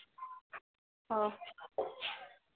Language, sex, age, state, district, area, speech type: Hindi, female, 18-30, Bihar, Vaishali, rural, conversation